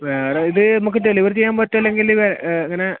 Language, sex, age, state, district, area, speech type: Malayalam, male, 18-30, Kerala, Kasaragod, rural, conversation